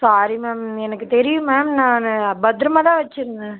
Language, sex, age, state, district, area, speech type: Tamil, female, 18-30, Tamil Nadu, Dharmapuri, rural, conversation